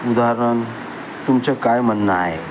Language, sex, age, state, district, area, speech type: Marathi, male, 45-60, Maharashtra, Nagpur, urban, spontaneous